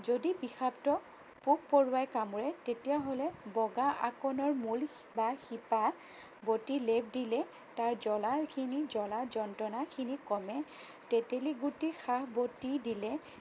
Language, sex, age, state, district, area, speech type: Assamese, female, 30-45, Assam, Sonitpur, rural, spontaneous